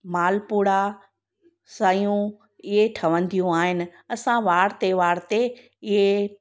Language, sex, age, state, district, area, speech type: Sindhi, female, 30-45, Gujarat, Junagadh, rural, spontaneous